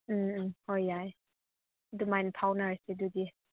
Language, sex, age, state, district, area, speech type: Manipuri, female, 30-45, Manipur, Chandel, rural, conversation